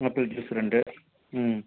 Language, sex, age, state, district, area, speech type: Tamil, male, 60+, Tamil Nadu, Ariyalur, rural, conversation